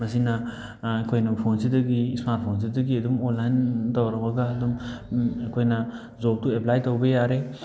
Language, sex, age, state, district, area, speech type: Manipuri, male, 30-45, Manipur, Thoubal, rural, spontaneous